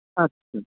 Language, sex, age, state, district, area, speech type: Nepali, female, 60+, West Bengal, Jalpaiguri, urban, conversation